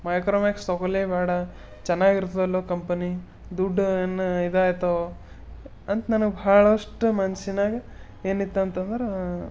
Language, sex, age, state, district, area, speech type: Kannada, male, 30-45, Karnataka, Bidar, urban, spontaneous